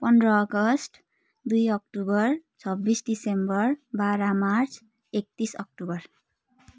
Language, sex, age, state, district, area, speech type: Nepali, female, 18-30, West Bengal, Darjeeling, rural, spontaneous